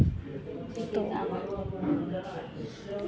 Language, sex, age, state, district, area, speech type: Hindi, female, 45-60, Bihar, Madhepura, rural, spontaneous